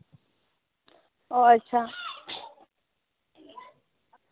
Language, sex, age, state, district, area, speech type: Santali, female, 18-30, West Bengal, Purulia, rural, conversation